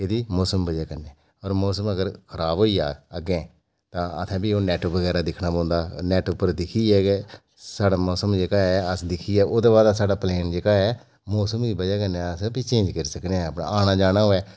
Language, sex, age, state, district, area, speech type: Dogri, male, 45-60, Jammu and Kashmir, Udhampur, urban, spontaneous